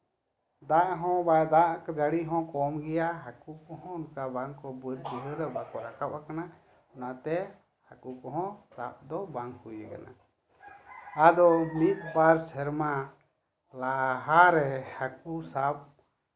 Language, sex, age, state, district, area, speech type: Santali, male, 30-45, West Bengal, Bankura, rural, spontaneous